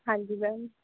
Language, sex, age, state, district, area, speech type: Punjabi, female, 18-30, Punjab, Barnala, urban, conversation